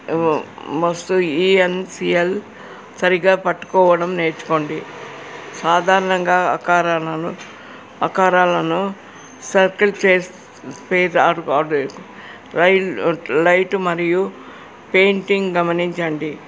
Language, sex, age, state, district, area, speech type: Telugu, female, 60+, Telangana, Hyderabad, urban, spontaneous